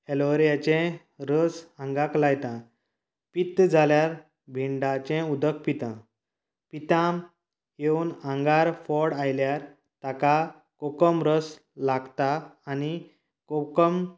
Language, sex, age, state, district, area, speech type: Goan Konkani, male, 30-45, Goa, Canacona, rural, spontaneous